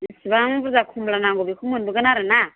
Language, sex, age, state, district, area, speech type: Bodo, female, 45-60, Assam, Chirang, rural, conversation